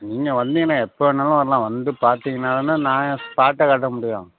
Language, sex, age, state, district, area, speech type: Tamil, male, 60+, Tamil Nadu, Nagapattinam, rural, conversation